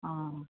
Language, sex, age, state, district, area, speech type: Assamese, female, 45-60, Assam, Sivasagar, rural, conversation